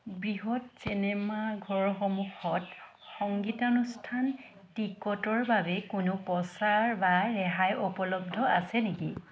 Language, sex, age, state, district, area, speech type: Assamese, female, 30-45, Assam, Dhemaji, rural, read